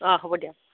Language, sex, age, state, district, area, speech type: Assamese, female, 30-45, Assam, Nalbari, rural, conversation